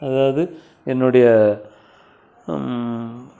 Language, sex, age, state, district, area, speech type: Tamil, male, 60+, Tamil Nadu, Krishnagiri, rural, spontaneous